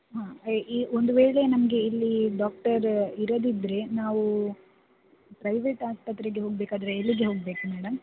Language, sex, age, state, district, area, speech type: Kannada, female, 18-30, Karnataka, Shimoga, rural, conversation